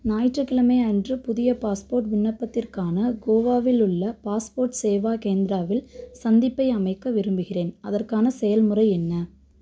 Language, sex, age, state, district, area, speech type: Tamil, female, 18-30, Tamil Nadu, Madurai, rural, read